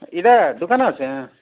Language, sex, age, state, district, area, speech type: Odia, male, 45-60, Odisha, Bargarh, urban, conversation